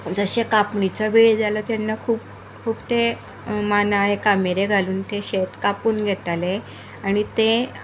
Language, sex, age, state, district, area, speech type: Goan Konkani, female, 45-60, Goa, Tiswadi, rural, spontaneous